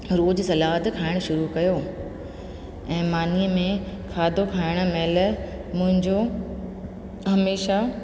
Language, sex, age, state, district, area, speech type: Sindhi, female, 45-60, Rajasthan, Ajmer, urban, spontaneous